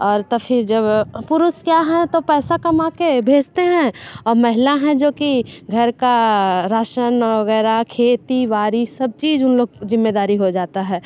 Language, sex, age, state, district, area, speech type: Hindi, female, 30-45, Uttar Pradesh, Bhadohi, rural, spontaneous